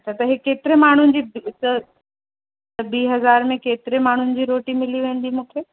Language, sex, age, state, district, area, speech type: Sindhi, female, 18-30, Uttar Pradesh, Lucknow, rural, conversation